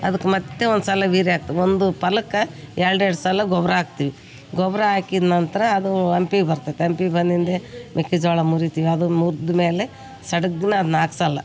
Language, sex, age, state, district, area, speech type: Kannada, female, 60+, Karnataka, Vijayanagara, rural, spontaneous